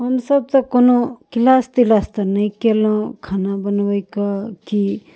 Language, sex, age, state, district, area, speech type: Maithili, female, 30-45, Bihar, Darbhanga, urban, spontaneous